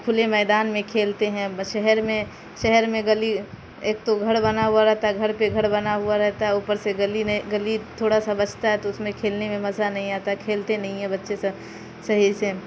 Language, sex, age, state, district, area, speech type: Urdu, female, 45-60, Bihar, Khagaria, rural, spontaneous